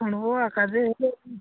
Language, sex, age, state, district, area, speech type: Odia, male, 45-60, Odisha, Nabarangpur, rural, conversation